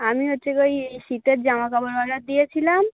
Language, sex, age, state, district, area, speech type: Bengali, female, 18-30, West Bengal, Dakshin Dinajpur, urban, conversation